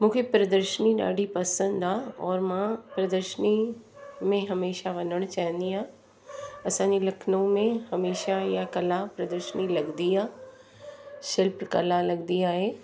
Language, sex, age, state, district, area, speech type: Sindhi, female, 60+, Uttar Pradesh, Lucknow, urban, spontaneous